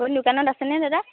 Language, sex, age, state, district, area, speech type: Assamese, female, 18-30, Assam, Lakhimpur, rural, conversation